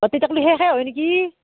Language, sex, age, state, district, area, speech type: Assamese, female, 45-60, Assam, Barpeta, rural, conversation